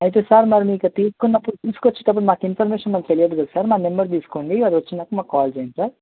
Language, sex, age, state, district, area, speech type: Telugu, male, 18-30, Telangana, Nalgonda, rural, conversation